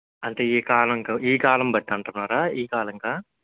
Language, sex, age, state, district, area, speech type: Telugu, male, 18-30, Andhra Pradesh, N T Rama Rao, urban, conversation